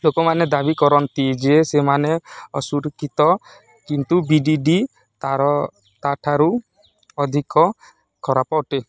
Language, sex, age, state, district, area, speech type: Odia, male, 18-30, Odisha, Nuapada, rural, read